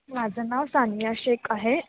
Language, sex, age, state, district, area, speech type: Marathi, female, 30-45, Maharashtra, Wardha, rural, conversation